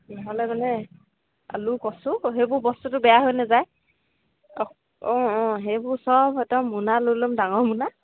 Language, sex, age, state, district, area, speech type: Assamese, female, 30-45, Assam, Sivasagar, rural, conversation